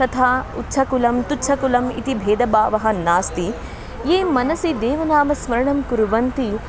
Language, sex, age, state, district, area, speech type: Sanskrit, female, 18-30, Karnataka, Dharwad, urban, spontaneous